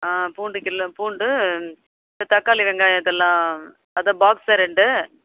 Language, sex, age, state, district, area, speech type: Tamil, female, 60+, Tamil Nadu, Kallakurichi, urban, conversation